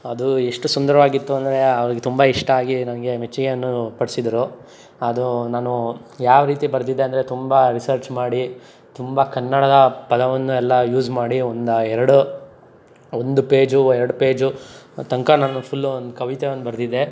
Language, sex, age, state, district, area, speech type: Kannada, male, 18-30, Karnataka, Tumkur, rural, spontaneous